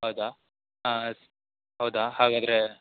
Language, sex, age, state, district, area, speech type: Kannada, male, 18-30, Karnataka, Shimoga, rural, conversation